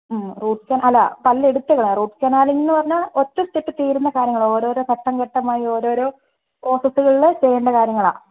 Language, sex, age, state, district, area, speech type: Malayalam, female, 18-30, Kerala, Wayanad, rural, conversation